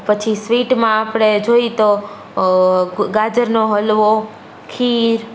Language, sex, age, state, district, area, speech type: Gujarati, female, 18-30, Gujarat, Rajkot, urban, spontaneous